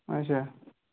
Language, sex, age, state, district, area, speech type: Kashmiri, male, 18-30, Jammu and Kashmir, Ganderbal, rural, conversation